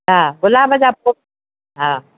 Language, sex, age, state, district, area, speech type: Sindhi, female, 60+, Madhya Pradesh, Katni, urban, conversation